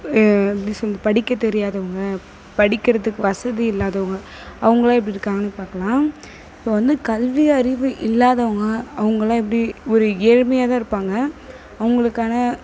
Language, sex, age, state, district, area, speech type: Tamil, female, 18-30, Tamil Nadu, Kallakurichi, rural, spontaneous